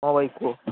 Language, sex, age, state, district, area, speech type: Odia, male, 30-45, Odisha, Balasore, rural, conversation